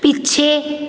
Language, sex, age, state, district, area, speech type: Punjabi, female, 30-45, Punjab, Patiala, urban, read